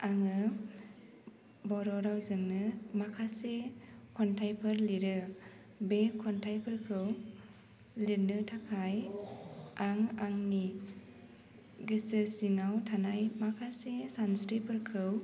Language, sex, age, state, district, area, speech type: Bodo, female, 18-30, Assam, Baksa, rural, spontaneous